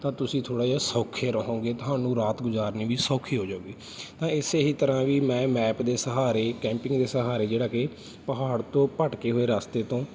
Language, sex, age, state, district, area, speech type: Punjabi, male, 30-45, Punjab, Bathinda, rural, spontaneous